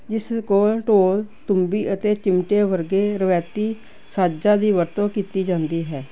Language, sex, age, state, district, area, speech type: Punjabi, female, 60+, Punjab, Jalandhar, urban, spontaneous